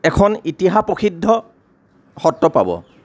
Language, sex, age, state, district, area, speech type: Assamese, male, 30-45, Assam, Lakhimpur, rural, spontaneous